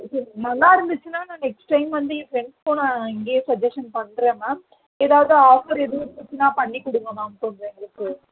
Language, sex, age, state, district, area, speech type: Tamil, female, 30-45, Tamil Nadu, Tiruvarur, rural, conversation